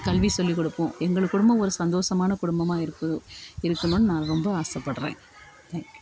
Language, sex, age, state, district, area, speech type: Tamil, female, 45-60, Tamil Nadu, Thanjavur, rural, spontaneous